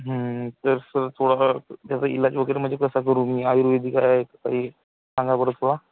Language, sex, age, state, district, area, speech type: Marathi, male, 30-45, Maharashtra, Gadchiroli, rural, conversation